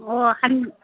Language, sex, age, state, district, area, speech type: Manipuri, female, 60+, Manipur, Imphal East, urban, conversation